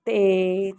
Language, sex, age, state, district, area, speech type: Punjabi, female, 18-30, Punjab, Ludhiana, urban, spontaneous